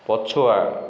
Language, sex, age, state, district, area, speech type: Odia, male, 45-60, Odisha, Ganjam, urban, read